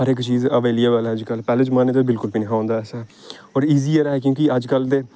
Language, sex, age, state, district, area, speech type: Dogri, male, 18-30, Jammu and Kashmir, Reasi, rural, spontaneous